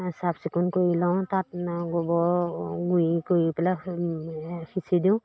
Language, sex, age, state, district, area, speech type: Assamese, female, 45-60, Assam, Majuli, urban, spontaneous